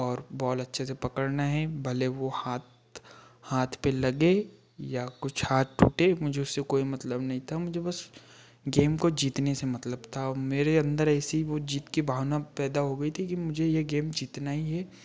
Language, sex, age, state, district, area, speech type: Hindi, male, 30-45, Madhya Pradesh, Betul, urban, spontaneous